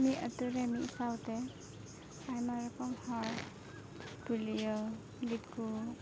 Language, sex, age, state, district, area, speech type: Santali, female, 18-30, West Bengal, Uttar Dinajpur, rural, spontaneous